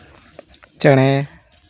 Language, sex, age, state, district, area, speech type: Santali, male, 18-30, West Bengal, Uttar Dinajpur, rural, read